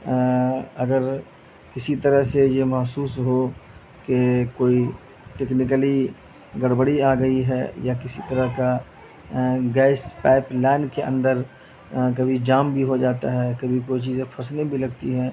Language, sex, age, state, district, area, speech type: Urdu, male, 30-45, Bihar, Madhubani, urban, spontaneous